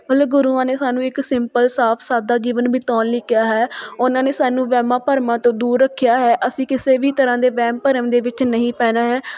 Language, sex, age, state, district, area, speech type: Punjabi, female, 45-60, Punjab, Shaheed Bhagat Singh Nagar, urban, spontaneous